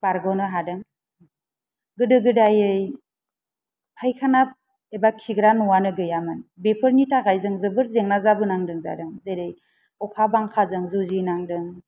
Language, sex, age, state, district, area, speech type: Bodo, female, 30-45, Assam, Kokrajhar, rural, spontaneous